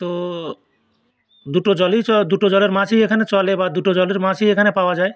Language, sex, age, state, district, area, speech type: Bengali, male, 45-60, West Bengal, North 24 Parganas, rural, spontaneous